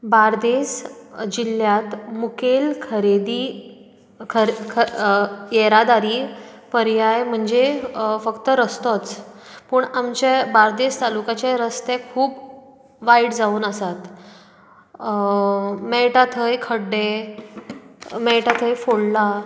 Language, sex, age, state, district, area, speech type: Goan Konkani, female, 30-45, Goa, Bardez, urban, spontaneous